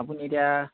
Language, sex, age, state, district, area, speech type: Assamese, male, 18-30, Assam, Charaideo, rural, conversation